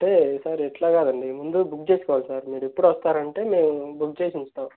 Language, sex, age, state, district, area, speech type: Telugu, male, 18-30, Andhra Pradesh, Guntur, urban, conversation